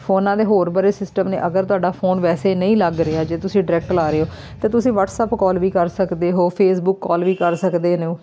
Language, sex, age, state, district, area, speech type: Punjabi, female, 30-45, Punjab, Amritsar, urban, spontaneous